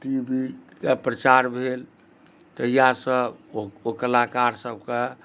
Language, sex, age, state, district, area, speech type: Maithili, male, 60+, Bihar, Madhubani, rural, spontaneous